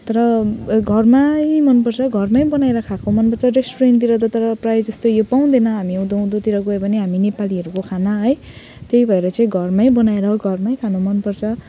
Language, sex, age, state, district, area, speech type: Nepali, female, 30-45, West Bengal, Jalpaiguri, urban, spontaneous